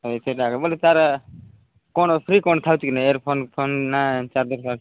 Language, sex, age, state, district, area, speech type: Odia, male, 30-45, Odisha, Koraput, urban, conversation